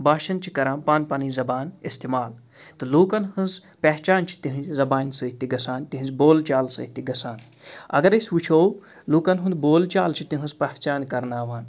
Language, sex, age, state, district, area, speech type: Kashmiri, male, 45-60, Jammu and Kashmir, Srinagar, urban, spontaneous